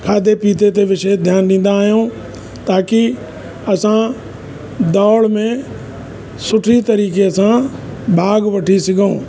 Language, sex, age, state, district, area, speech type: Sindhi, male, 60+, Uttar Pradesh, Lucknow, rural, spontaneous